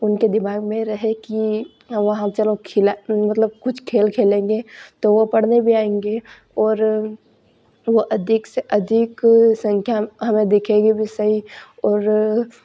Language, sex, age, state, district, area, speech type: Hindi, female, 18-30, Madhya Pradesh, Ujjain, rural, spontaneous